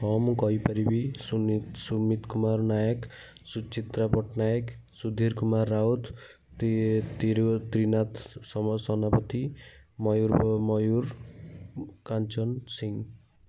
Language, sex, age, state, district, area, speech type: Odia, male, 18-30, Odisha, Kendujhar, urban, spontaneous